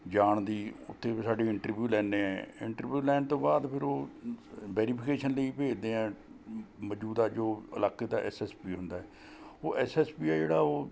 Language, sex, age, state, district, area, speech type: Punjabi, male, 60+, Punjab, Mohali, urban, spontaneous